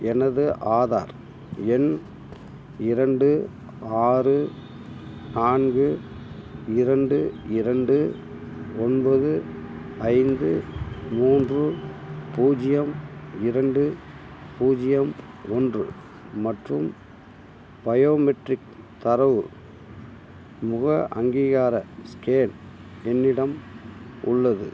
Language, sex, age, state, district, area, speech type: Tamil, male, 45-60, Tamil Nadu, Madurai, rural, read